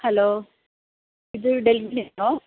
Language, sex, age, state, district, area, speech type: Malayalam, female, 45-60, Kerala, Idukki, rural, conversation